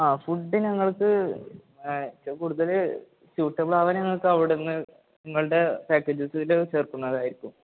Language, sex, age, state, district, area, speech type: Malayalam, male, 18-30, Kerala, Malappuram, rural, conversation